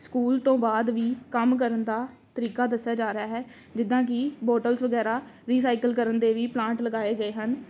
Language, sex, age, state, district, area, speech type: Punjabi, female, 18-30, Punjab, Amritsar, urban, spontaneous